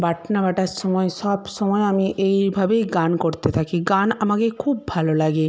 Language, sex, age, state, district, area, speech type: Bengali, female, 45-60, West Bengal, Purba Medinipur, rural, spontaneous